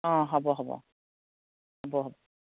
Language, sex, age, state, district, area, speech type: Assamese, female, 45-60, Assam, Dhemaji, urban, conversation